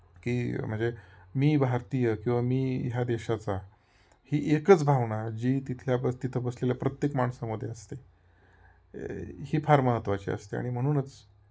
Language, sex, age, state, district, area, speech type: Marathi, male, 30-45, Maharashtra, Ahmednagar, rural, spontaneous